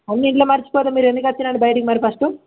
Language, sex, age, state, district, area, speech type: Telugu, male, 18-30, Telangana, Adilabad, urban, conversation